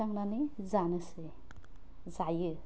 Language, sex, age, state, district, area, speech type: Bodo, female, 30-45, Assam, Udalguri, urban, spontaneous